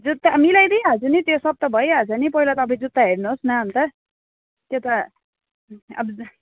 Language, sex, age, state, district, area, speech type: Nepali, female, 30-45, West Bengal, Jalpaiguri, rural, conversation